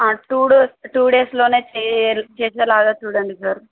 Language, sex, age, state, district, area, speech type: Telugu, female, 18-30, Telangana, Yadadri Bhuvanagiri, urban, conversation